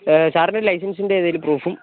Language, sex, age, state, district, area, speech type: Malayalam, male, 60+, Kerala, Wayanad, rural, conversation